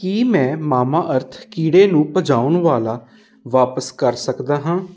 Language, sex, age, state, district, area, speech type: Punjabi, male, 18-30, Punjab, Kapurthala, urban, read